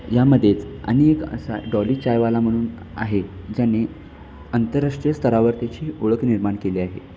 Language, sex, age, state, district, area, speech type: Marathi, male, 18-30, Maharashtra, Kolhapur, urban, spontaneous